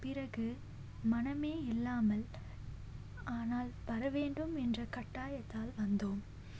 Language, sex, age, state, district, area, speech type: Tamil, female, 18-30, Tamil Nadu, Salem, urban, spontaneous